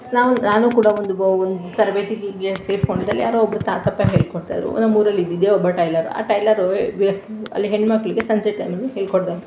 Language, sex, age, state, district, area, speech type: Kannada, female, 45-60, Karnataka, Mandya, rural, spontaneous